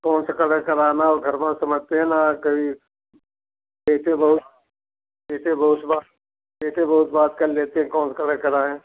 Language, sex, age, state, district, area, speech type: Hindi, male, 60+, Uttar Pradesh, Jaunpur, rural, conversation